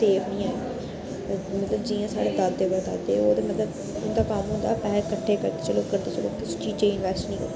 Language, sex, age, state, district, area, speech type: Dogri, female, 30-45, Jammu and Kashmir, Reasi, urban, spontaneous